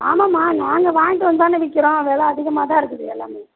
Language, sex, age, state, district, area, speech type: Tamil, female, 60+, Tamil Nadu, Perambalur, rural, conversation